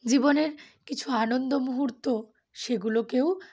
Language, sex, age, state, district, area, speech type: Bengali, female, 18-30, West Bengal, Uttar Dinajpur, urban, spontaneous